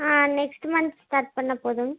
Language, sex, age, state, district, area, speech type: Tamil, female, 18-30, Tamil Nadu, Erode, rural, conversation